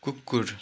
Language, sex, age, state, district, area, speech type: Nepali, male, 18-30, West Bengal, Kalimpong, rural, read